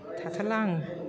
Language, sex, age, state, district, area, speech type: Bodo, female, 60+, Assam, Chirang, rural, spontaneous